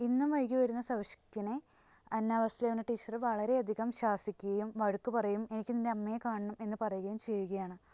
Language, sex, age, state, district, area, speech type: Malayalam, female, 18-30, Kerala, Ernakulam, rural, spontaneous